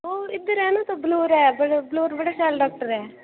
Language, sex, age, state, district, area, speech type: Dogri, female, 18-30, Jammu and Kashmir, Kathua, rural, conversation